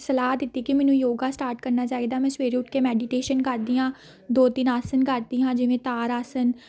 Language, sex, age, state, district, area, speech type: Punjabi, female, 18-30, Punjab, Amritsar, urban, spontaneous